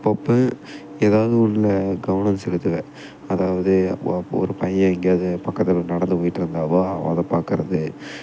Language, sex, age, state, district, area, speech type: Tamil, male, 18-30, Tamil Nadu, Tiruppur, rural, spontaneous